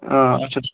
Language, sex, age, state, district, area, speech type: Kashmiri, male, 18-30, Jammu and Kashmir, Baramulla, rural, conversation